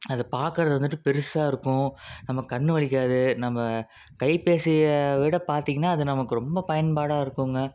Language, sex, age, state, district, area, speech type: Tamil, male, 18-30, Tamil Nadu, Salem, urban, spontaneous